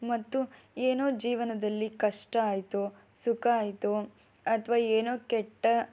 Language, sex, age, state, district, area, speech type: Kannada, female, 18-30, Karnataka, Tumkur, rural, spontaneous